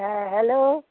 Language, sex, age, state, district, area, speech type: Bengali, female, 60+, West Bengal, Hooghly, rural, conversation